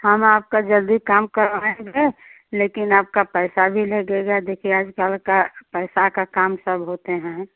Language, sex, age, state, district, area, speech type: Hindi, female, 45-60, Uttar Pradesh, Chandauli, urban, conversation